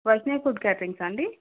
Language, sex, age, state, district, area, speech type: Telugu, female, 30-45, Telangana, Nagarkurnool, urban, conversation